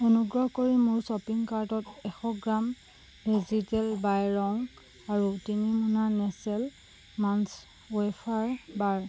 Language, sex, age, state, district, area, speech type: Assamese, female, 30-45, Assam, Jorhat, urban, read